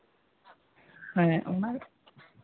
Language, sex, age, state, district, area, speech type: Santali, male, 18-30, West Bengal, Uttar Dinajpur, rural, conversation